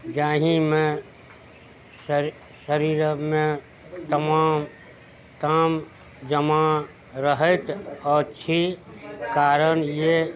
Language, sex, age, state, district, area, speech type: Maithili, male, 60+, Bihar, Araria, rural, read